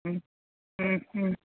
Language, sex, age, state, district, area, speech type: Malayalam, female, 45-60, Kerala, Thiruvananthapuram, urban, conversation